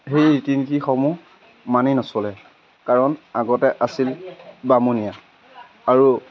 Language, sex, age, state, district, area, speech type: Assamese, male, 18-30, Assam, Majuli, urban, spontaneous